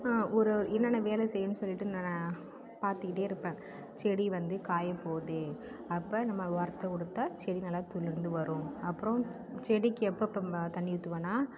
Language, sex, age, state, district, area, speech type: Tamil, female, 18-30, Tamil Nadu, Mayiladuthurai, urban, spontaneous